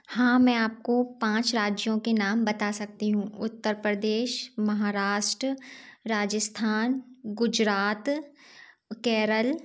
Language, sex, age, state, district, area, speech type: Hindi, female, 30-45, Madhya Pradesh, Gwalior, rural, spontaneous